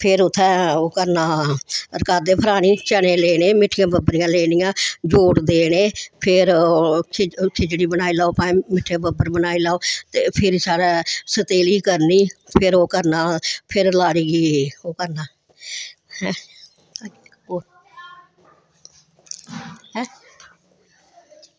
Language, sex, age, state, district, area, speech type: Dogri, female, 60+, Jammu and Kashmir, Samba, urban, spontaneous